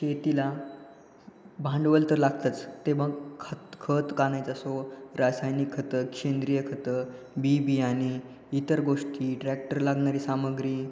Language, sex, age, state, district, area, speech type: Marathi, male, 18-30, Maharashtra, Ratnagiri, urban, spontaneous